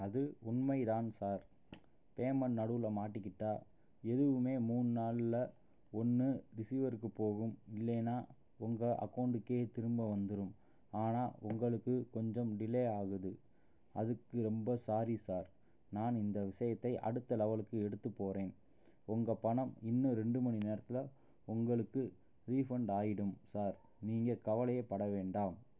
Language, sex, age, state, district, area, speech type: Tamil, male, 30-45, Tamil Nadu, Madurai, urban, read